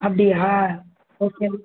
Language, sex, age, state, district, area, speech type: Tamil, female, 30-45, Tamil Nadu, Tiruvallur, urban, conversation